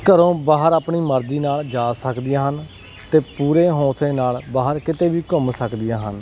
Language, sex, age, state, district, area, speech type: Punjabi, male, 30-45, Punjab, Kapurthala, urban, spontaneous